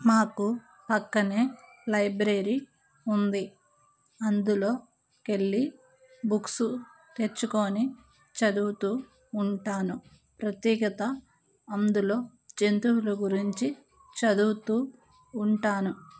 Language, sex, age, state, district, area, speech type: Telugu, female, 30-45, Andhra Pradesh, Palnadu, rural, spontaneous